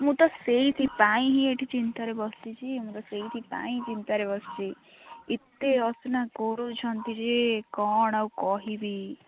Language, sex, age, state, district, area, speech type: Odia, female, 18-30, Odisha, Jagatsinghpur, rural, conversation